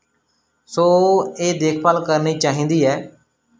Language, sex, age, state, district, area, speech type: Punjabi, male, 18-30, Punjab, Mansa, rural, spontaneous